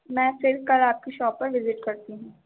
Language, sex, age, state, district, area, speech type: Urdu, female, 18-30, Delhi, East Delhi, urban, conversation